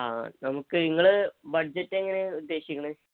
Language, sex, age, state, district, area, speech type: Malayalam, male, 18-30, Kerala, Malappuram, rural, conversation